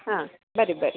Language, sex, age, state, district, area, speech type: Kannada, female, 45-60, Karnataka, Dharwad, urban, conversation